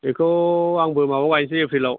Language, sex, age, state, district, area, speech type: Bodo, male, 45-60, Assam, Chirang, rural, conversation